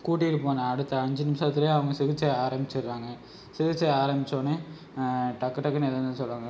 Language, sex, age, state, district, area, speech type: Tamil, male, 18-30, Tamil Nadu, Tiruchirappalli, rural, spontaneous